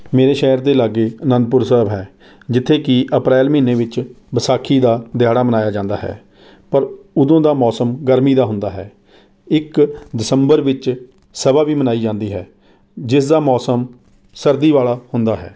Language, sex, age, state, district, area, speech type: Punjabi, male, 30-45, Punjab, Rupnagar, rural, spontaneous